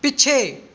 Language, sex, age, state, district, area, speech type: Punjabi, male, 18-30, Punjab, Patiala, rural, read